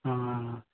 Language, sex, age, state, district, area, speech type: Maithili, male, 30-45, Bihar, Purnia, rural, conversation